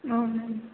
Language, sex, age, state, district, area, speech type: Bodo, female, 18-30, Assam, Kokrajhar, rural, conversation